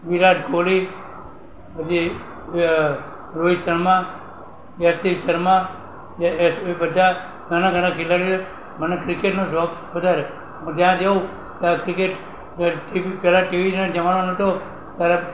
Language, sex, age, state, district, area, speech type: Gujarati, male, 60+, Gujarat, Valsad, rural, spontaneous